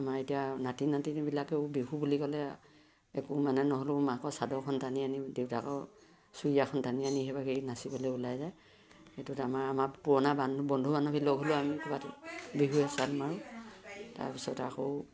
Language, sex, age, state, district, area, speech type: Assamese, female, 60+, Assam, Kamrup Metropolitan, rural, spontaneous